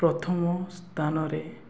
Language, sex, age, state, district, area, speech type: Odia, male, 18-30, Odisha, Nabarangpur, urban, spontaneous